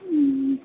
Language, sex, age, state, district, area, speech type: Bengali, female, 18-30, West Bengal, Malda, urban, conversation